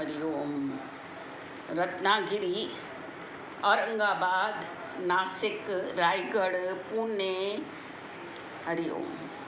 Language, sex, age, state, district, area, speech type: Sindhi, female, 60+, Maharashtra, Mumbai Suburban, urban, spontaneous